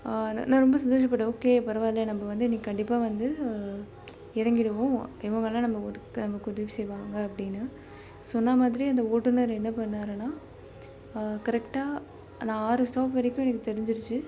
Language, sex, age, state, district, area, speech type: Tamil, female, 18-30, Tamil Nadu, Chennai, urban, spontaneous